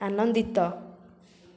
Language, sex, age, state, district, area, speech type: Odia, female, 18-30, Odisha, Puri, urban, read